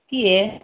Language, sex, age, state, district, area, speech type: Assamese, female, 30-45, Assam, Nalbari, rural, conversation